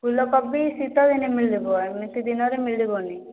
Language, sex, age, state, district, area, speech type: Odia, female, 18-30, Odisha, Boudh, rural, conversation